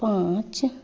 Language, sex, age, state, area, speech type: Maithili, female, 30-45, Jharkhand, urban, read